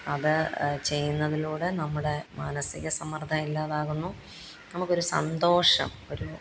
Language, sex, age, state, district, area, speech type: Malayalam, female, 45-60, Kerala, Pathanamthitta, rural, spontaneous